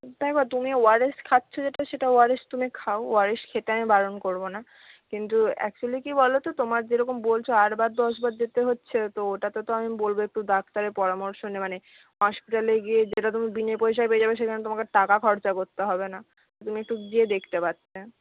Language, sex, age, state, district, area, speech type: Bengali, female, 60+, West Bengal, Jhargram, rural, conversation